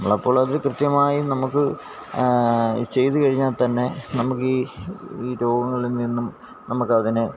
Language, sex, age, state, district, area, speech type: Malayalam, male, 45-60, Kerala, Alappuzha, rural, spontaneous